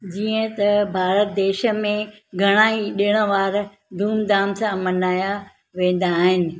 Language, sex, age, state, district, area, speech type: Sindhi, female, 60+, Maharashtra, Thane, urban, spontaneous